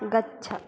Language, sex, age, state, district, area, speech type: Sanskrit, female, 18-30, Karnataka, Belgaum, rural, read